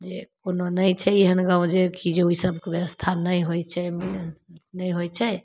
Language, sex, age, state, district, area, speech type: Maithili, female, 30-45, Bihar, Samastipur, rural, spontaneous